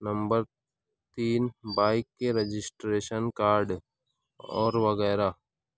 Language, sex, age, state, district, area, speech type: Urdu, male, 18-30, Maharashtra, Nashik, urban, spontaneous